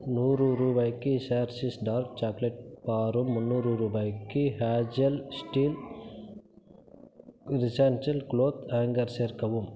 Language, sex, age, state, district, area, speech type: Tamil, male, 30-45, Tamil Nadu, Krishnagiri, rural, read